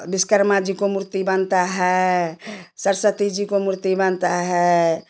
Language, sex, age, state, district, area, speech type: Hindi, female, 60+, Bihar, Samastipur, urban, spontaneous